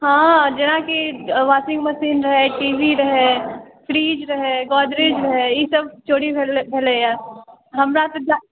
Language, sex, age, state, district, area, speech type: Maithili, female, 18-30, Bihar, Purnia, urban, conversation